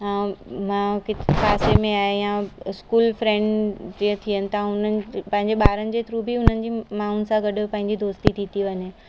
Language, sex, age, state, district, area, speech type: Sindhi, female, 30-45, Gujarat, Surat, urban, spontaneous